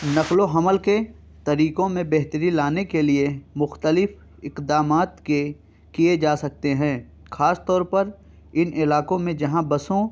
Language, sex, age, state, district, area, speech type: Urdu, male, 18-30, Uttar Pradesh, Balrampur, rural, spontaneous